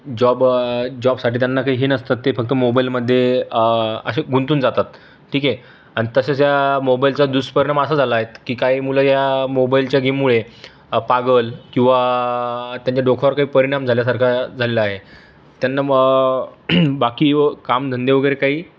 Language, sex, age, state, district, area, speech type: Marathi, male, 30-45, Maharashtra, Buldhana, urban, spontaneous